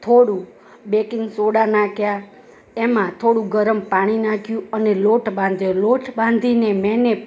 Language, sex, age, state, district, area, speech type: Gujarati, female, 30-45, Gujarat, Rajkot, rural, spontaneous